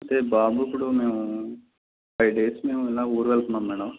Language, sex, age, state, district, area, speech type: Telugu, male, 30-45, Andhra Pradesh, Konaseema, urban, conversation